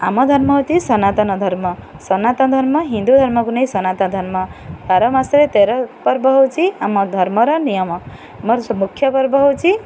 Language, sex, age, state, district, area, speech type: Odia, female, 45-60, Odisha, Kendrapara, urban, spontaneous